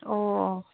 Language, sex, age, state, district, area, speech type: Assamese, female, 45-60, Assam, Udalguri, rural, conversation